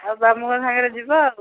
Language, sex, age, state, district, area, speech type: Odia, female, 45-60, Odisha, Jagatsinghpur, rural, conversation